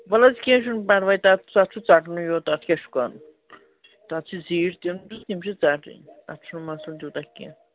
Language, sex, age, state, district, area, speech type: Kashmiri, female, 18-30, Jammu and Kashmir, Srinagar, urban, conversation